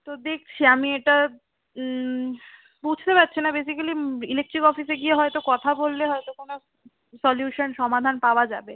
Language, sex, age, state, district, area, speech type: Bengali, female, 18-30, West Bengal, Kolkata, urban, conversation